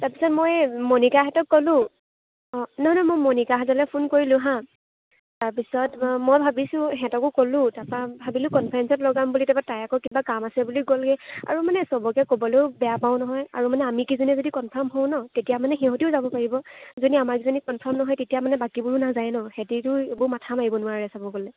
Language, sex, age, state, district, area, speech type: Assamese, female, 18-30, Assam, Lakhimpur, rural, conversation